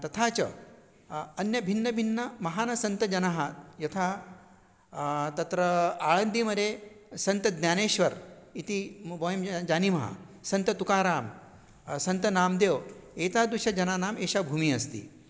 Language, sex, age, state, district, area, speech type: Sanskrit, male, 60+, Maharashtra, Nagpur, urban, spontaneous